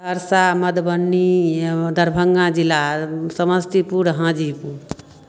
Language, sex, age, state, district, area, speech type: Maithili, female, 45-60, Bihar, Darbhanga, rural, spontaneous